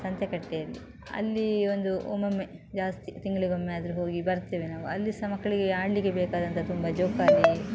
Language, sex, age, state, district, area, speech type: Kannada, female, 30-45, Karnataka, Udupi, rural, spontaneous